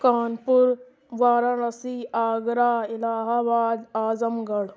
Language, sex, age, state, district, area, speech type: Urdu, female, 60+, Uttar Pradesh, Lucknow, rural, spontaneous